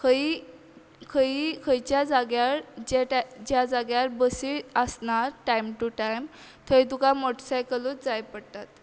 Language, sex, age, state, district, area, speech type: Goan Konkani, female, 18-30, Goa, Quepem, urban, spontaneous